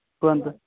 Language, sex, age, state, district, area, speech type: Odia, male, 18-30, Odisha, Nabarangpur, urban, conversation